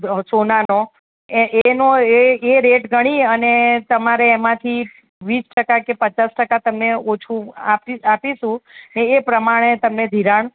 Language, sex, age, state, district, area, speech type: Gujarati, female, 45-60, Gujarat, Ahmedabad, urban, conversation